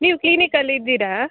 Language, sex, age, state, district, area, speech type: Kannada, female, 18-30, Karnataka, Dakshina Kannada, rural, conversation